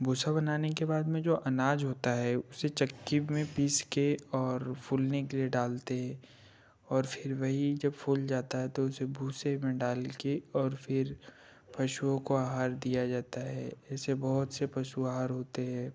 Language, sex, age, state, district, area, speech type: Hindi, male, 18-30, Madhya Pradesh, Betul, rural, spontaneous